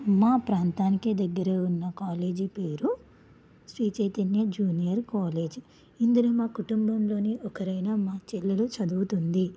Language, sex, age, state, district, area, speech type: Telugu, female, 30-45, Telangana, Karimnagar, rural, spontaneous